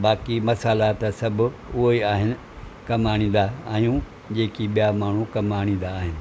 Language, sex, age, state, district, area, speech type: Sindhi, male, 60+, Maharashtra, Thane, urban, spontaneous